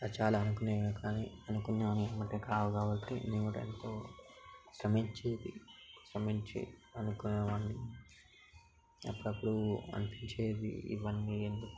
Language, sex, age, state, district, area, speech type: Telugu, male, 18-30, Telangana, Medchal, urban, spontaneous